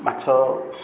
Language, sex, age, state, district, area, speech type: Odia, male, 45-60, Odisha, Ganjam, urban, spontaneous